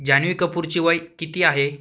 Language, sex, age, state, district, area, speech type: Marathi, male, 18-30, Maharashtra, Aurangabad, rural, read